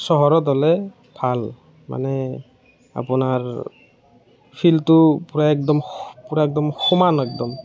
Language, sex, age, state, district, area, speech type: Assamese, male, 30-45, Assam, Morigaon, rural, spontaneous